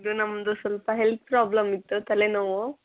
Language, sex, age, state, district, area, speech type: Kannada, female, 18-30, Karnataka, Kolar, rural, conversation